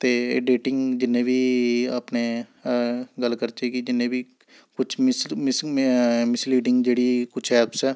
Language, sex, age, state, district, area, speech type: Dogri, male, 18-30, Jammu and Kashmir, Samba, rural, spontaneous